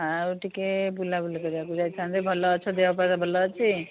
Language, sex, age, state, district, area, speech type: Odia, female, 45-60, Odisha, Nayagarh, rural, conversation